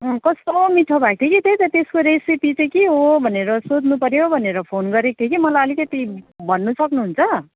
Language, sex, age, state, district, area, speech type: Nepali, female, 45-60, West Bengal, Jalpaiguri, urban, conversation